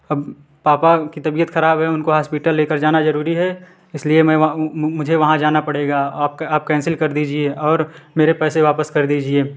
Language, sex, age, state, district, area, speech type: Hindi, male, 18-30, Uttar Pradesh, Prayagraj, urban, spontaneous